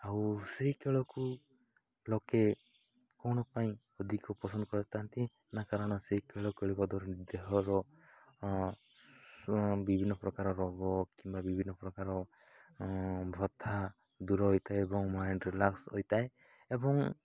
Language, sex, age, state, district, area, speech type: Odia, male, 18-30, Odisha, Nabarangpur, urban, spontaneous